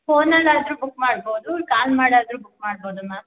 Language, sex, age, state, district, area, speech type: Kannada, female, 18-30, Karnataka, Hassan, rural, conversation